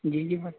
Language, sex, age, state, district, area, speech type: Urdu, male, 18-30, Uttar Pradesh, Saharanpur, urban, conversation